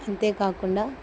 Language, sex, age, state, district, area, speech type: Telugu, female, 45-60, Andhra Pradesh, Kurnool, rural, spontaneous